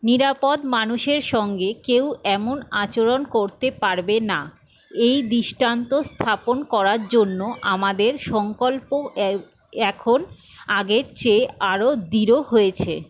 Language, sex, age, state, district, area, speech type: Bengali, female, 60+, West Bengal, Paschim Bardhaman, rural, read